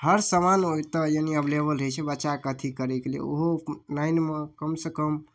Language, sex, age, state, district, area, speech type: Maithili, male, 18-30, Bihar, Darbhanga, rural, spontaneous